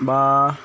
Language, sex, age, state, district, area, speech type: Assamese, male, 30-45, Assam, Jorhat, urban, spontaneous